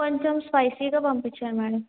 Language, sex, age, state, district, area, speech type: Telugu, female, 18-30, Andhra Pradesh, Kakinada, urban, conversation